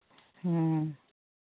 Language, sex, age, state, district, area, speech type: Hindi, female, 45-60, Uttar Pradesh, Pratapgarh, rural, conversation